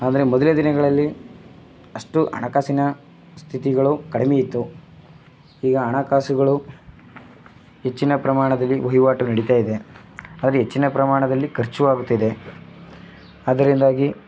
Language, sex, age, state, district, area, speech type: Kannada, male, 18-30, Karnataka, Chamarajanagar, rural, spontaneous